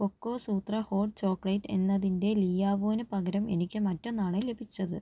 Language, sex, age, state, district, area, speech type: Malayalam, female, 30-45, Kerala, Kozhikode, urban, read